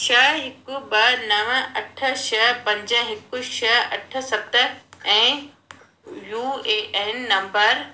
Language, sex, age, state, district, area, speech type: Sindhi, female, 30-45, Madhya Pradesh, Katni, rural, read